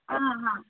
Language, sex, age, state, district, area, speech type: Kannada, female, 18-30, Karnataka, Shimoga, rural, conversation